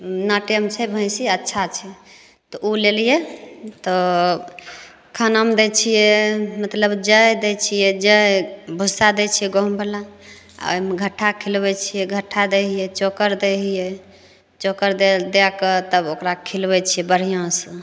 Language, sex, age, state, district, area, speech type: Maithili, female, 30-45, Bihar, Begusarai, rural, spontaneous